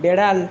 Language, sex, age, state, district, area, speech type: Bengali, male, 60+, West Bengal, Jhargram, rural, read